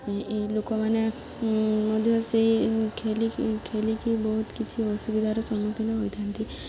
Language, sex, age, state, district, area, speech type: Odia, female, 18-30, Odisha, Subarnapur, urban, spontaneous